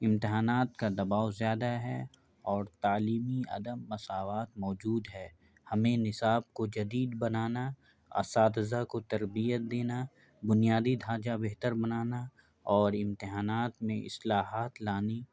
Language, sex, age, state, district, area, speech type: Urdu, male, 18-30, Bihar, Gaya, urban, spontaneous